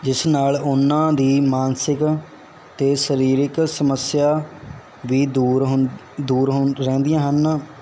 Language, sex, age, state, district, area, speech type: Punjabi, male, 18-30, Punjab, Barnala, rural, spontaneous